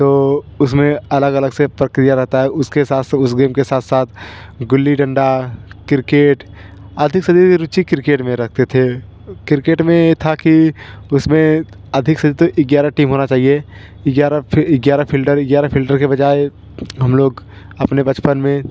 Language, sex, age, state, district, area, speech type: Hindi, male, 30-45, Uttar Pradesh, Bhadohi, rural, spontaneous